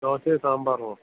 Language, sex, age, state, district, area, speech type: Malayalam, male, 30-45, Kerala, Thiruvananthapuram, rural, conversation